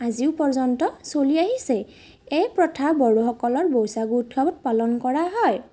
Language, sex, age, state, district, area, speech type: Assamese, female, 30-45, Assam, Morigaon, rural, spontaneous